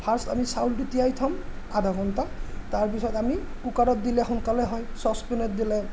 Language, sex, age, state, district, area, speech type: Assamese, male, 30-45, Assam, Morigaon, rural, spontaneous